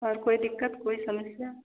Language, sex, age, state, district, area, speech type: Hindi, female, 45-60, Uttar Pradesh, Ayodhya, rural, conversation